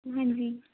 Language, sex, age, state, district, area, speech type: Punjabi, female, 18-30, Punjab, Tarn Taran, rural, conversation